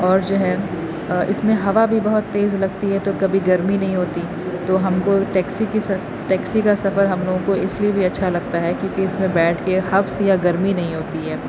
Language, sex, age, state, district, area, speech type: Urdu, female, 30-45, Uttar Pradesh, Aligarh, urban, spontaneous